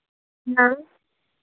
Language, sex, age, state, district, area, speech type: Hindi, female, 18-30, Madhya Pradesh, Seoni, urban, conversation